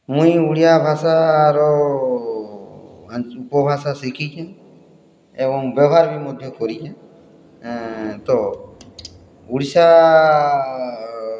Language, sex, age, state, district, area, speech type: Odia, male, 60+, Odisha, Boudh, rural, spontaneous